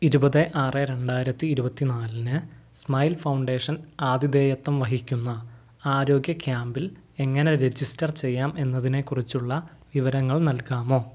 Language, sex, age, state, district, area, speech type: Malayalam, male, 45-60, Kerala, Wayanad, rural, read